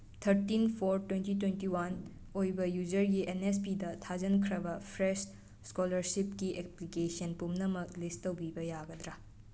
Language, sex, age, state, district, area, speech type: Manipuri, other, 45-60, Manipur, Imphal West, urban, read